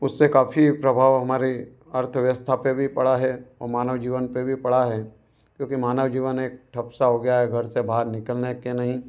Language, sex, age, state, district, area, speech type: Hindi, male, 45-60, Madhya Pradesh, Ujjain, urban, spontaneous